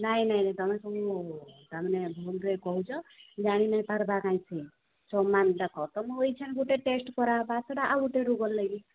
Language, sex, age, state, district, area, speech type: Odia, female, 45-60, Odisha, Sambalpur, rural, conversation